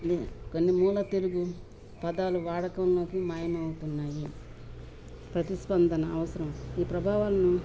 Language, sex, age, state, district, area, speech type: Telugu, female, 60+, Telangana, Ranga Reddy, rural, spontaneous